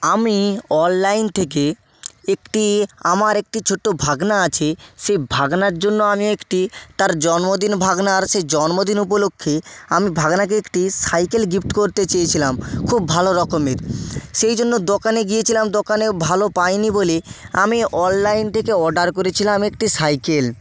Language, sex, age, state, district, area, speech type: Bengali, male, 18-30, West Bengal, Bankura, urban, spontaneous